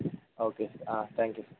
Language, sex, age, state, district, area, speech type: Tamil, male, 18-30, Tamil Nadu, Vellore, rural, conversation